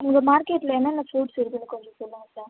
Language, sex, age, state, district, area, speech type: Tamil, female, 30-45, Tamil Nadu, Viluppuram, rural, conversation